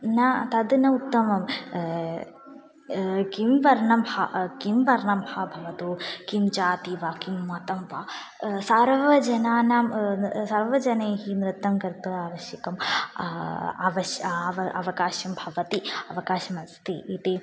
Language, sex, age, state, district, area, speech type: Sanskrit, female, 18-30, Kerala, Malappuram, rural, spontaneous